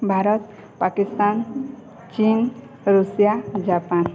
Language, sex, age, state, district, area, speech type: Odia, female, 18-30, Odisha, Balangir, urban, spontaneous